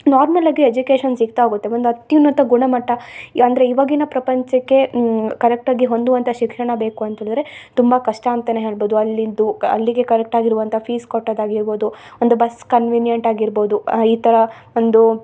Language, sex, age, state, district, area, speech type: Kannada, female, 18-30, Karnataka, Chikkamagaluru, rural, spontaneous